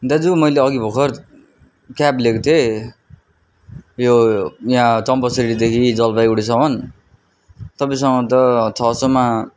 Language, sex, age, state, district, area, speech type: Nepali, male, 45-60, West Bengal, Darjeeling, rural, spontaneous